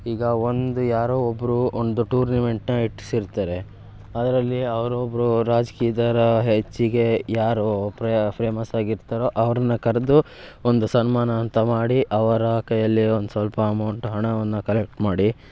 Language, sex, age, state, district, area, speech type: Kannada, male, 18-30, Karnataka, Shimoga, rural, spontaneous